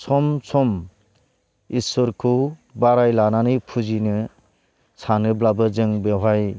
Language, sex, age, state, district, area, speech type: Bodo, male, 60+, Assam, Baksa, rural, spontaneous